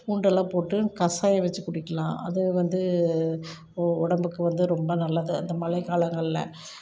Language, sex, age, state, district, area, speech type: Tamil, female, 45-60, Tamil Nadu, Tiruppur, rural, spontaneous